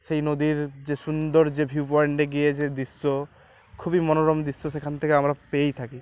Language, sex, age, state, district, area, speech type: Bengali, male, 18-30, West Bengal, Uttar Dinajpur, urban, spontaneous